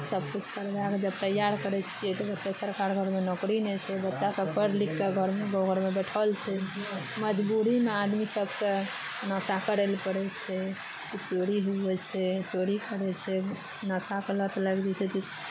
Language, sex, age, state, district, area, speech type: Maithili, female, 30-45, Bihar, Araria, rural, spontaneous